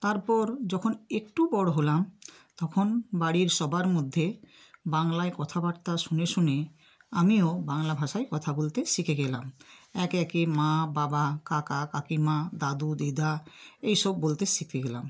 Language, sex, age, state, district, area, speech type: Bengali, female, 60+, West Bengal, South 24 Parganas, rural, spontaneous